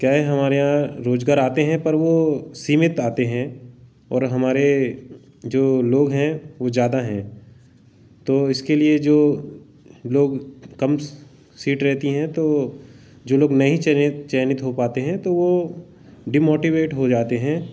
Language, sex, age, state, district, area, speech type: Hindi, male, 45-60, Madhya Pradesh, Jabalpur, urban, spontaneous